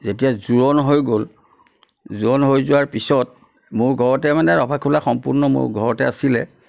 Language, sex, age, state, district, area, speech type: Assamese, male, 60+, Assam, Nagaon, rural, spontaneous